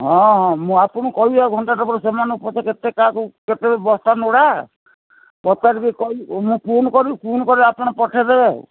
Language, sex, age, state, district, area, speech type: Odia, male, 60+, Odisha, Gajapati, rural, conversation